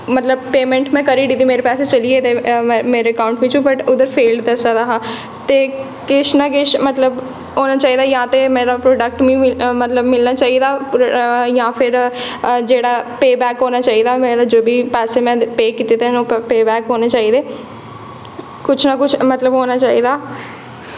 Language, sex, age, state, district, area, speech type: Dogri, female, 18-30, Jammu and Kashmir, Jammu, urban, spontaneous